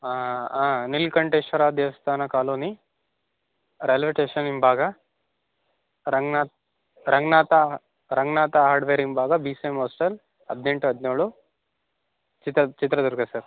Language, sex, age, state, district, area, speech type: Kannada, male, 18-30, Karnataka, Chitradurga, rural, conversation